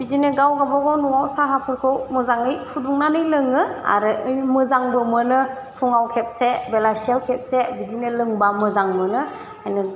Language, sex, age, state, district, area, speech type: Bodo, female, 30-45, Assam, Chirang, rural, spontaneous